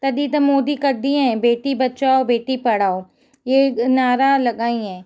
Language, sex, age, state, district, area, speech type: Sindhi, female, 30-45, Maharashtra, Mumbai Suburban, urban, spontaneous